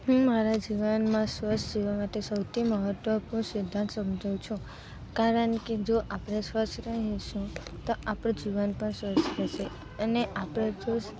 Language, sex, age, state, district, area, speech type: Gujarati, female, 18-30, Gujarat, Narmada, urban, spontaneous